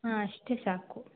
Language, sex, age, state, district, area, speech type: Kannada, female, 18-30, Karnataka, Mandya, rural, conversation